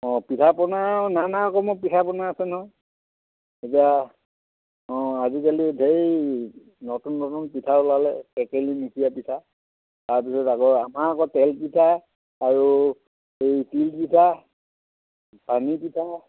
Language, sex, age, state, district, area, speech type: Assamese, male, 60+, Assam, Charaideo, rural, conversation